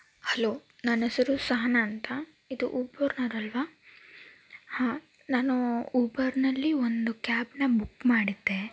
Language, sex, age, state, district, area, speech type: Kannada, female, 18-30, Karnataka, Tumkur, rural, spontaneous